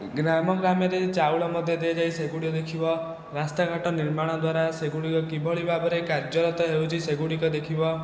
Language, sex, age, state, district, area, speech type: Odia, male, 18-30, Odisha, Khordha, rural, spontaneous